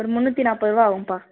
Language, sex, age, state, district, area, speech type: Tamil, female, 18-30, Tamil Nadu, Madurai, urban, conversation